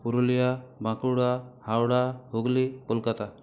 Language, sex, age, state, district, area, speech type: Bengali, male, 30-45, West Bengal, Purulia, urban, spontaneous